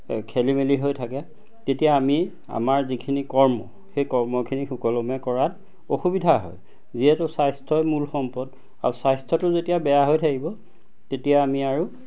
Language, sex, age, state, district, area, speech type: Assamese, male, 45-60, Assam, Majuli, urban, spontaneous